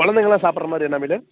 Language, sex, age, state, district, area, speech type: Tamil, male, 18-30, Tamil Nadu, Kallakurichi, urban, conversation